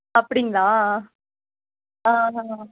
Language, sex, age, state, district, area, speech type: Tamil, female, 18-30, Tamil Nadu, Nilgiris, urban, conversation